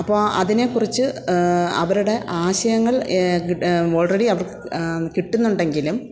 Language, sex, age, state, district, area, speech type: Malayalam, female, 45-60, Kerala, Kollam, rural, spontaneous